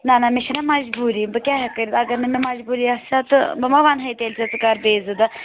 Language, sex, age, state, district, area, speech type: Kashmiri, female, 18-30, Jammu and Kashmir, Srinagar, rural, conversation